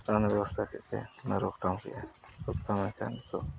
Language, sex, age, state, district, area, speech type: Santali, male, 30-45, Jharkhand, East Singhbhum, rural, spontaneous